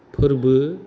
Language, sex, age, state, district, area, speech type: Bodo, male, 45-60, Assam, Kokrajhar, rural, spontaneous